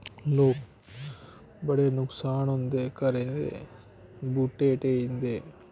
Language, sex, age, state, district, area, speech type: Dogri, male, 18-30, Jammu and Kashmir, Kathua, rural, spontaneous